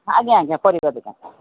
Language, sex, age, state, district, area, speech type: Odia, female, 45-60, Odisha, Koraput, urban, conversation